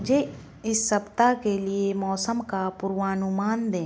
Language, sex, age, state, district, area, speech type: Hindi, female, 30-45, Madhya Pradesh, Bhopal, urban, read